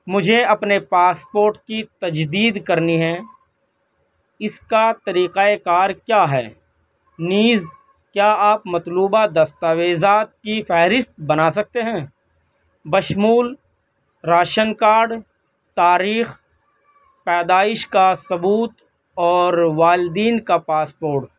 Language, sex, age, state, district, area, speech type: Urdu, male, 18-30, Delhi, North West Delhi, urban, read